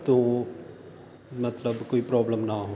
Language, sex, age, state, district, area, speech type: Punjabi, male, 18-30, Punjab, Faridkot, rural, spontaneous